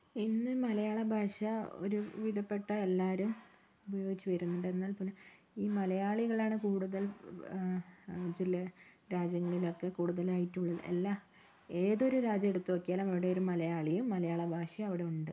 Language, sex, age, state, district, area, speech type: Malayalam, female, 30-45, Kerala, Wayanad, rural, spontaneous